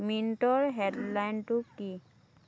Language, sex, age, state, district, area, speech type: Assamese, female, 60+, Assam, Dhemaji, rural, read